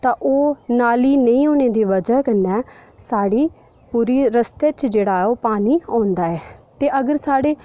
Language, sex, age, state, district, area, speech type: Dogri, female, 18-30, Jammu and Kashmir, Udhampur, rural, spontaneous